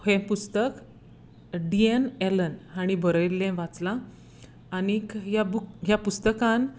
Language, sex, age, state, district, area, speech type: Goan Konkani, female, 30-45, Goa, Tiswadi, rural, spontaneous